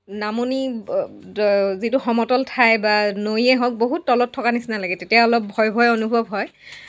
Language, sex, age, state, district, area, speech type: Assamese, female, 60+, Assam, Dhemaji, rural, spontaneous